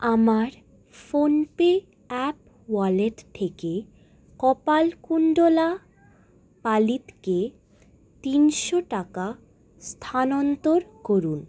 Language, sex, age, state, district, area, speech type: Bengali, female, 18-30, West Bengal, Howrah, urban, read